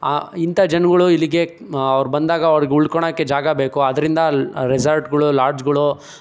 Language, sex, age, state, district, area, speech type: Kannada, male, 18-30, Karnataka, Chikkaballapur, rural, spontaneous